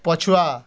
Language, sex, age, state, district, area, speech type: Odia, male, 60+, Odisha, Bargarh, urban, read